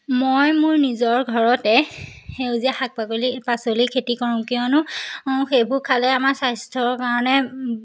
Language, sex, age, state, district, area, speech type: Assamese, female, 18-30, Assam, Majuli, urban, spontaneous